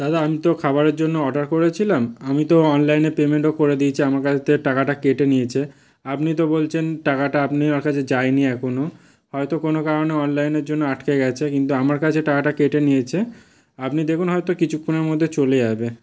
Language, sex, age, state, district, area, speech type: Bengali, male, 30-45, West Bengal, South 24 Parganas, rural, spontaneous